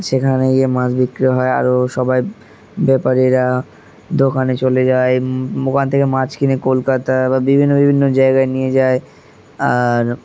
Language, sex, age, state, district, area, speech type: Bengali, male, 18-30, West Bengal, Dakshin Dinajpur, urban, spontaneous